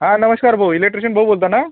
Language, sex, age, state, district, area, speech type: Marathi, male, 45-60, Maharashtra, Akola, rural, conversation